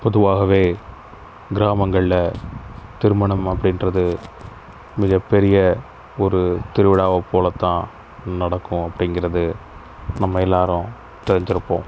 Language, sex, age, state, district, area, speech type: Tamil, male, 30-45, Tamil Nadu, Pudukkottai, rural, spontaneous